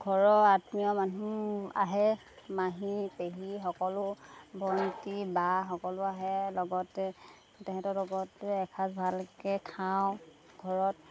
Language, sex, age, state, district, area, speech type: Assamese, female, 30-45, Assam, Golaghat, urban, spontaneous